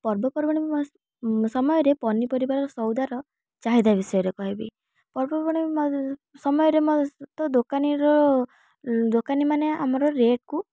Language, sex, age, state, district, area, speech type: Odia, female, 18-30, Odisha, Kalahandi, rural, spontaneous